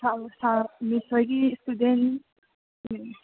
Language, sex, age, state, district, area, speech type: Manipuri, female, 18-30, Manipur, Senapati, rural, conversation